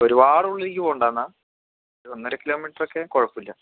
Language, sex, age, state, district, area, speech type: Malayalam, male, 30-45, Kerala, Palakkad, rural, conversation